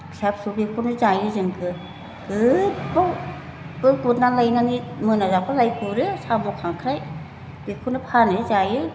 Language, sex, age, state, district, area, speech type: Bodo, female, 60+, Assam, Chirang, urban, spontaneous